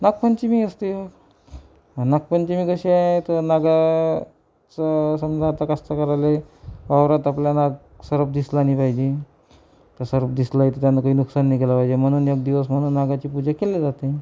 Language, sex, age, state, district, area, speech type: Marathi, male, 60+, Maharashtra, Amravati, rural, spontaneous